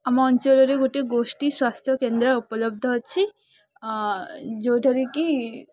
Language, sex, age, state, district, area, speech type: Odia, female, 18-30, Odisha, Ganjam, urban, spontaneous